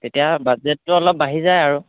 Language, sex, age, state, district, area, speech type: Assamese, male, 18-30, Assam, Sivasagar, rural, conversation